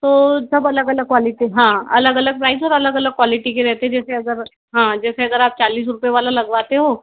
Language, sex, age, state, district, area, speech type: Hindi, female, 30-45, Madhya Pradesh, Indore, urban, conversation